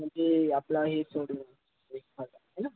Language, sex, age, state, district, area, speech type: Marathi, male, 18-30, Maharashtra, Yavatmal, rural, conversation